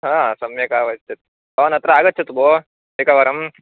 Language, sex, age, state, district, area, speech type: Sanskrit, male, 18-30, Karnataka, Uttara Kannada, rural, conversation